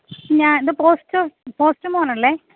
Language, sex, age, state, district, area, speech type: Malayalam, female, 30-45, Kerala, Pathanamthitta, rural, conversation